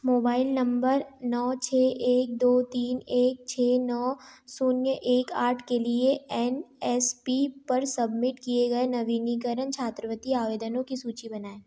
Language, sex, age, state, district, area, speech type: Hindi, female, 18-30, Madhya Pradesh, Ujjain, urban, read